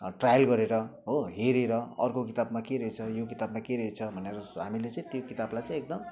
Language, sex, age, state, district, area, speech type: Nepali, male, 30-45, West Bengal, Kalimpong, rural, spontaneous